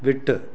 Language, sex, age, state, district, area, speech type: Tamil, male, 60+, Tamil Nadu, Salem, urban, read